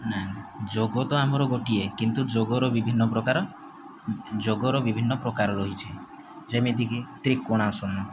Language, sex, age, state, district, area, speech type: Odia, male, 18-30, Odisha, Rayagada, rural, spontaneous